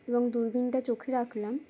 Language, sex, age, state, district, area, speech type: Bengali, female, 18-30, West Bengal, Uttar Dinajpur, urban, spontaneous